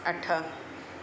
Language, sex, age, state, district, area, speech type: Sindhi, female, 60+, Maharashtra, Mumbai Suburban, urban, read